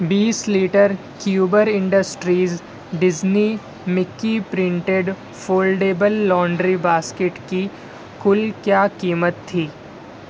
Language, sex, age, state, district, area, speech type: Urdu, male, 60+, Maharashtra, Nashik, urban, read